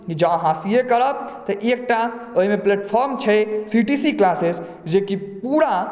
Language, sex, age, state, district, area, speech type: Maithili, male, 30-45, Bihar, Madhubani, urban, spontaneous